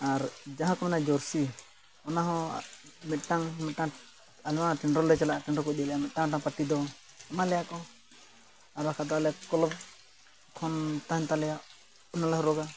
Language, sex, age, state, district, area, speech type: Santali, male, 45-60, Odisha, Mayurbhanj, rural, spontaneous